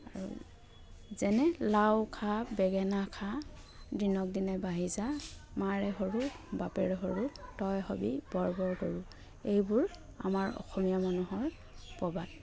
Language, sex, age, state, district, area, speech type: Assamese, female, 30-45, Assam, Dhemaji, rural, spontaneous